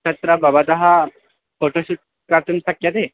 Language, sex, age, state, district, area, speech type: Sanskrit, male, 18-30, Assam, Tinsukia, rural, conversation